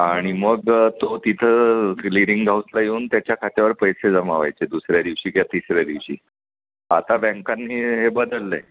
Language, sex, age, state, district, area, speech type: Marathi, male, 60+, Maharashtra, Kolhapur, urban, conversation